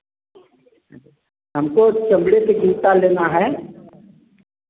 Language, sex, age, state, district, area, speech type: Hindi, male, 45-60, Uttar Pradesh, Azamgarh, rural, conversation